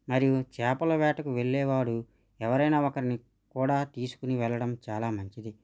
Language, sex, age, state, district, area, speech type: Telugu, male, 30-45, Andhra Pradesh, East Godavari, rural, spontaneous